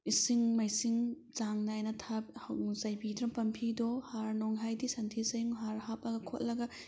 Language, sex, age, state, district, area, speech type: Manipuri, female, 30-45, Manipur, Thoubal, rural, spontaneous